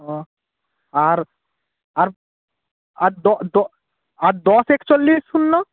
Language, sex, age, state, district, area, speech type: Bengali, male, 18-30, West Bengal, Jalpaiguri, rural, conversation